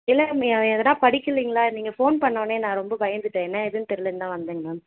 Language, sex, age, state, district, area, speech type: Tamil, female, 18-30, Tamil Nadu, Vellore, urban, conversation